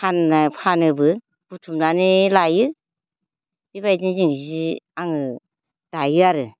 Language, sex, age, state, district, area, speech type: Bodo, female, 45-60, Assam, Baksa, rural, spontaneous